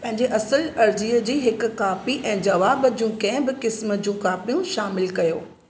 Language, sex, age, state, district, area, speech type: Sindhi, female, 45-60, Maharashtra, Mumbai Suburban, urban, read